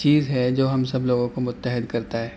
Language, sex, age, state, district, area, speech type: Urdu, male, 18-30, Delhi, Central Delhi, urban, spontaneous